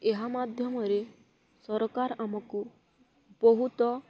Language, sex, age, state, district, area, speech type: Odia, female, 18-30, Odisha, Balangir, urban, spontaneous